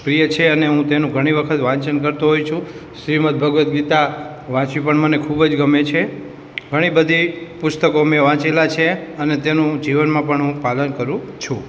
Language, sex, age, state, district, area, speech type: Gujarati, male, 18-30, Gujarat, Morbi, urban, spontaneous